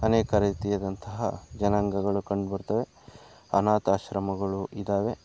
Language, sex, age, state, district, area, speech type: Kannada, male, 30-45, Karnataka, Kolar, rural, spontaneous